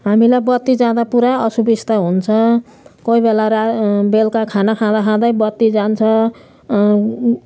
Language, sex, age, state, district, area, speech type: Nepali, female, 60+, West Bengal, Jalpaiguri, urban, spontaneous